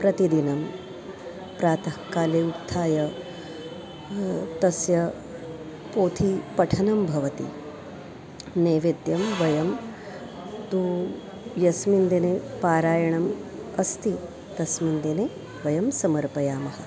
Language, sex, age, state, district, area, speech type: Sanskrit, female, 45-60, Maharashtra, Nagpur, urban, spontaneous